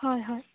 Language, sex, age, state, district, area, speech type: Assamese, female, 18-30, Assam, Jorhat, urban, conversation